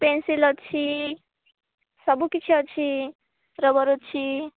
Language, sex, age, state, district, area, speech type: Odia, female, 18-30, Odisha, Malkangiri, urban, conversation